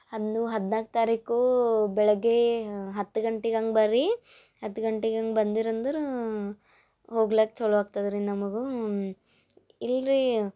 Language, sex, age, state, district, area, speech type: Kannada, female, 18-30, Karnataka, Gulbarga, urban, spontaneous